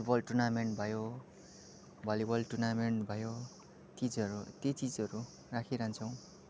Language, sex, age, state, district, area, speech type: Nepali, male, 18-30, West Bengal, Kalimpong, rural, spontaneous